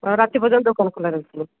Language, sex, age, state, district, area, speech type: Odia, female, 30-45, Odisha, Koraput, urban, conversation